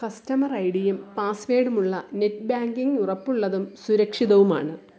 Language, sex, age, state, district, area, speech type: Malayalam, female, 30-45, Kerala, Kollam, rural, read